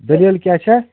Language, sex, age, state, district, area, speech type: Kashmiri, male, 30-45, Jammu and Kashmir, Budgam, rural, conversation